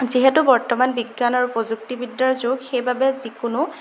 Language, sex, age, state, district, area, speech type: Assamese, female, 18-30, Assam, Golaghat, urban, spontaneous